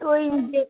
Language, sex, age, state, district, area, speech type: Bengali, female, 18-30, West Bengal, Uttar Dinajpur, urban, conversation